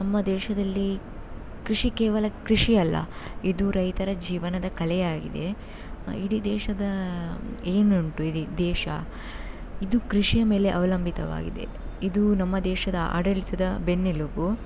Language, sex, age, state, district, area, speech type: Kannada, female, 18-30, Karnataka, Shimoga, rural, spontaneous